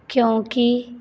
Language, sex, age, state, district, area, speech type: Punjabi, female, 18-30, Punjab, Fazilka, rural, read